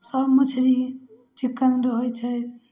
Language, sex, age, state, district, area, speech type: Maithili, female, 30-45, Bihar, Samastipur, rural, spontaneous